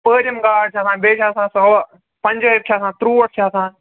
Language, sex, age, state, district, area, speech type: Kashmiri, male, 18-30, Jammu and Kashmir, Ganderbal, rural, conversation